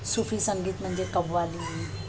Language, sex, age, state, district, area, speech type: Marathi, female, 60+, Maharashtra, Thane, urban, spontaneous